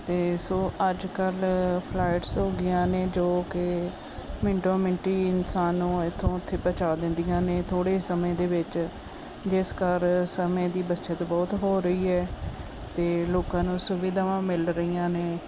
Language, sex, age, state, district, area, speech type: Punjabi, female, 45-60, Punjab, Gurdaspur, urban, spontaneous